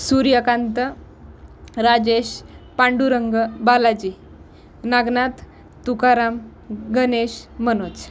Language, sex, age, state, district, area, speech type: Marathi, female, 18-30, Maharashtra, Nanded, rural, spontaneous